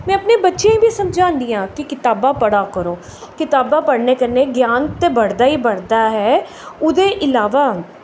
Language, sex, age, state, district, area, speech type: Dogri, female, 45-60, Jammu and Kashmir, Jammu, urban, spontaneous